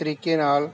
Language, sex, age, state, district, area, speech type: Punjabi, male, 45-60, Punjab, Gurdaspur, rural, spontaneous